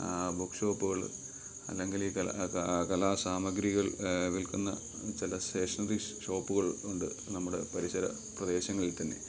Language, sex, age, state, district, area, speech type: Malayalam, male, 30-45, Kerala, Kottayam, rural, spontaneous